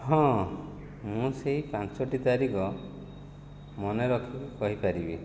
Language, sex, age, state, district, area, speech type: Odia, male, 45-60, Odisha, Jajpur, rural, spontaneous